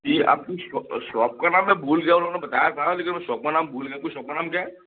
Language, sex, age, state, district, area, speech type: Hindi, male, 30-45, Madhya Pradesh, Gwalior, rural, conversation